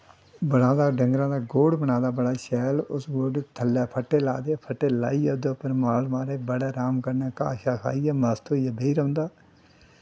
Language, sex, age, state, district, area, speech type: Dogri, male, 60+, Jammu and Kashmir, Udhampur, rural, spontaneous